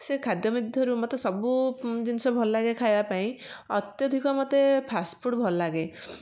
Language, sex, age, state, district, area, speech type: Odia, female, 45-60, Odisha, Kendujhar, urban, spontaneous